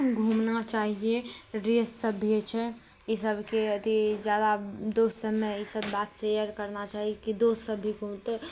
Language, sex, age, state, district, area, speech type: Maithili, female, 18-30, Bihar, Araria, rural, spontaneous